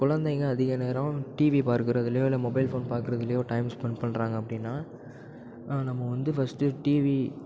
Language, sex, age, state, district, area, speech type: Tamil, male, 18-30, Tamil Nadu, Nagapattinam, rural, spontaneous